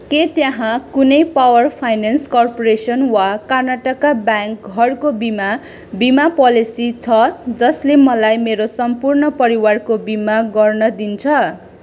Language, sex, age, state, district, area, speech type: Nepali, female, 18-30, West Bengal, Kalimpong, rural, read